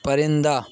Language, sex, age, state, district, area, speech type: Urdu, male, 30-45, Uttar Pradesh, Lucknow, urban, read